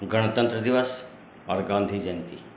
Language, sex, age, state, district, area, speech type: Maithili, male, 45-60, Bihar, Madhubani, urban, spontaneous